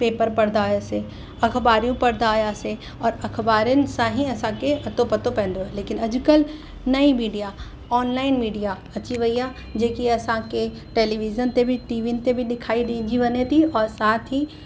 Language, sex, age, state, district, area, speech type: Sindhi, female, 30-45, Uttar Pradesh, Lucknow, urban, spontaneous